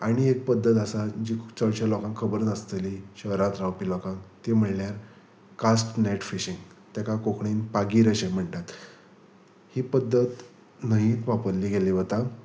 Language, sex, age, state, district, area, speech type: Goan Konkani, male, 30-45, Goa, Salcete, rural, spontaneous